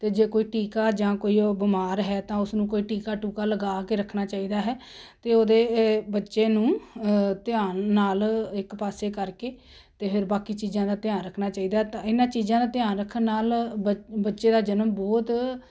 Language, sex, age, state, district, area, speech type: Punjabi, female, 45-60, Punjab, Ludhiana, urban, spontaneous